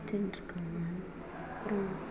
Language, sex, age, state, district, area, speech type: Tamil, female, 18-30, Tamil Nadu, Thanjavur, rural, spontaneous